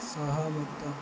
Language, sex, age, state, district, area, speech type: Odia, male, 18-30, Odisha, Jagatsinghpur, rural, read